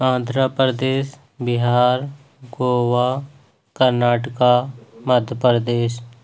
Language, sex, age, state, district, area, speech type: Urdu, male, 18-30, Uttar Pradesh, Ghaziabad, urban, spontaneous